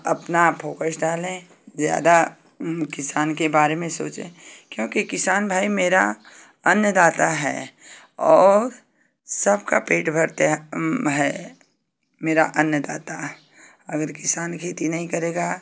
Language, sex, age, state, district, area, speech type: Hindi, female, 45-60, Uttar Pradesh, Ghazipur, rural, spontaneous